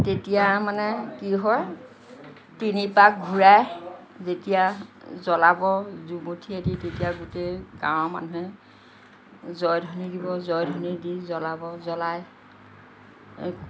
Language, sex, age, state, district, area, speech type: Assamese, female, 60+, Assam, Lakhimpur, rural, spontaneous